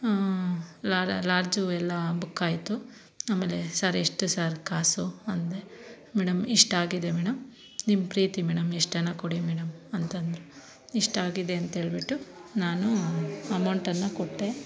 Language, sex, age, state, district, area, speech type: Kannada, female, 30-45, Karnataka, Bangalore Rural, rural, spontaneous